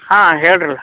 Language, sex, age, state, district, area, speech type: Kannada, male, 45-60, Karnataka, Belgaum, rural, conversation